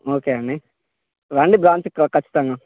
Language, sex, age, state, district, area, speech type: Telugu, male, 18-30, Telangana, Mancherial, rural, conversation